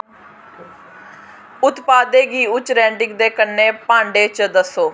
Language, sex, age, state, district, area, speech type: Dogri, female, 18-30, Jammu and Kashmir, Jammu, rural, read